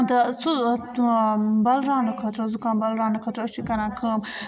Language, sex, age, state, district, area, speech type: Kashmiri, female, 18-30, Jammu and Kashmir, Budgam, rural, spontaneous